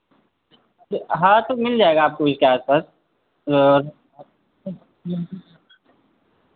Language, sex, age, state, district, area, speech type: Hindi, male, 30-45, Uttar Pradesh, Lucknow, rural, conversation